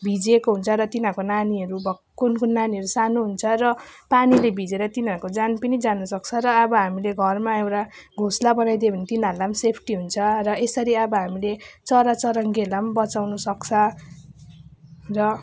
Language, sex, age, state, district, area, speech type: Nepali, female, 18-30, West Bengal, Alipurduar, rural, spontaneous